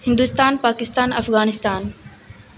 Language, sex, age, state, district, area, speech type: Urdu, female, 30-45, Bihar, Supaul, rural, spontaneous